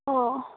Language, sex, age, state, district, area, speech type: Manipuri, female, 30-45, Manipur, Kangpokpi, urban, conversation